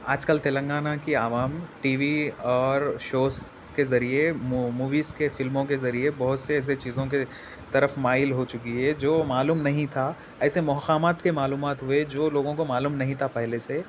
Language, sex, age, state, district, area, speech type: Urdu, male, 18-30, Telangana, Hyderabad, urban, spontaneous